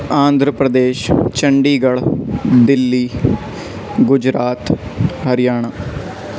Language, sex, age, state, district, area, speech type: Urdu, male, 18-30, Delhi, North West Delhi, urban, spontaneous